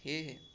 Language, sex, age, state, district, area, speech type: Assamese, male, 18-30, Assam, Sonitpur, rural, spontaneous